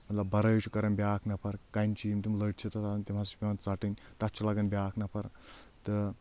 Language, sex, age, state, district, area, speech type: Kashmiri, male, 18-30, Jammu and Kashmir, Anantnag, rural, spontaneous